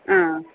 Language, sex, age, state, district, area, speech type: Malayalam, female, 30-45, Kerala, Kottayam, urban, conversation